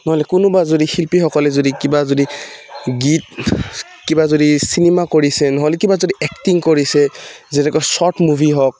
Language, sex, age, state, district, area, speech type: Assamese, male, 18-30, Assam, Udalguri, rural, spontaneous